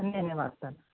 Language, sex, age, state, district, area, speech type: Telugu, female, 60+, Andhra Pradesh, Konaseema, rural, conversation